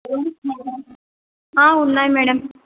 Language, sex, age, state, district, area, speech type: Telugu, female, 18-30, Andhra Pradesh, Anantapur, urban, conversation